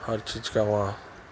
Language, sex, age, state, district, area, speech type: Urdu, male, 45-60, Bihar, Darbhanga, rural, spontaneous